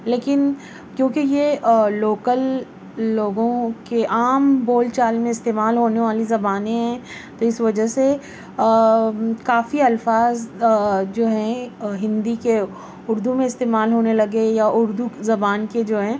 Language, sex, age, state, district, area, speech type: Urdu, female, 30-45, Maharashtra, Nashik, urban, spontaneous